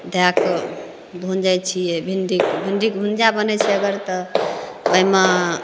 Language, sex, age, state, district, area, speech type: Maithili, female, 30-45, Bihar, Begusarai, rural, spontaneous